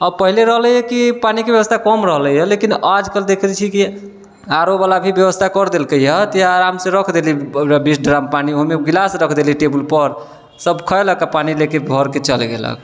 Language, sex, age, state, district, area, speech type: Maithili, male, 30-45, Bihar, Sitamarhi, urban, spontaneous